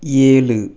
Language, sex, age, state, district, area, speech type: Tamil, male, 18-30, Tamil Nadu, Tiruppur, rural, read